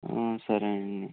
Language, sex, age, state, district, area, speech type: Telugu, male, 18-30, Andhra Pradesh, Eluru, urban, conversation